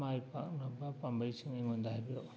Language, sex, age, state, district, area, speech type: Manipuri, male, 60+, Manipur, Churachandpur, urban, read